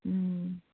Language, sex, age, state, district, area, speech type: Manipuri, female, 45-60, Manipur, Kangpokpi, urban, conversation